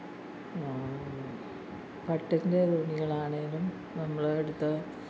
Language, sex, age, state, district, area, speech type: Malayalam, female, 60+, Kerala, Kollam, rural, spontaneous